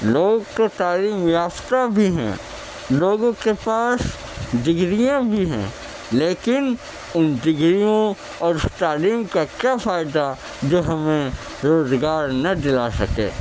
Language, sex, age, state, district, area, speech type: Urdu, male, 30-45, Delhi, Central Delhi, urban, spontaneous